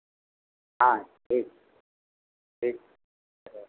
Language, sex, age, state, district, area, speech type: Hindi, male, 60+, Uttar Pradesh, Lucknow, urban, conversation